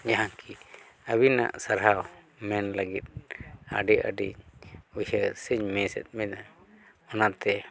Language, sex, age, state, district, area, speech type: Santali, male, 45-60, Jharkhand, East Singhbhum, rural, spontaneous